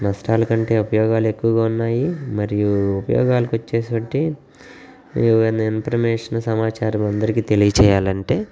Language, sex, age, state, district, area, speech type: Telugu, male, 30-45, Andhra Pradesh, Guntur, rural, spontaneous